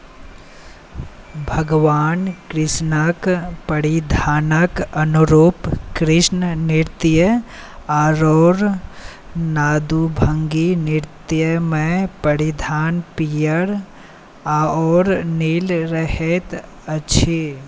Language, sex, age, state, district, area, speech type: Maithili, male, 18-30, Bihar, Saharsa, rural, read